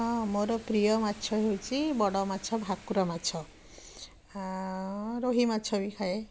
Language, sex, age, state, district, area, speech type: Odia, female, 45-60, Odisha, Puri, urban, spontaneous